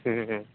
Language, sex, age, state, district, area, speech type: Odia, male, 45-60, Odisha, Nuapada, urban, conversation